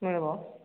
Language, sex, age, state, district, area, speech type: Odia, female, 45-60, Odisha, Sambalpur, rural, conversation